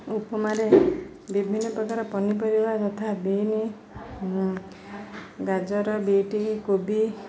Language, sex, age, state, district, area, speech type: Odia, female, 30-45, Odisha, Jagatsinghpur, rural, spontaneous